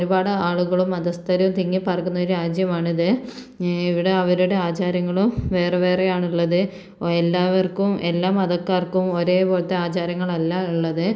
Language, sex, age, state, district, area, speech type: Malayalam, female, 45-60, Kerala, Kozhikode, urban, spontaneous